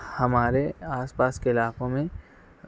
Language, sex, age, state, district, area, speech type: Urdu, male, 60+, Maharashtra, Nashik, urban, spontaneous